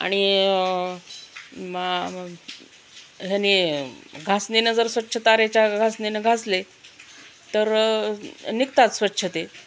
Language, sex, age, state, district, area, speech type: Marathi, female, 45-60, Maharashtra, Osmanabad, rural, spontaneous